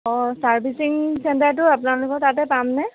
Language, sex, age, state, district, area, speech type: Assamese, female, 18-30, Assam, Jorhat, urban, conversation